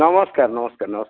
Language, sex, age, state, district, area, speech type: Odia, male, 60+, Odisha, Kandhamal, rural, conversation